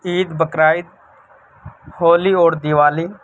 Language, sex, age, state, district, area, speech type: Urdu, male, 18-30, Delhi, Central Delhi, urban, spontaneous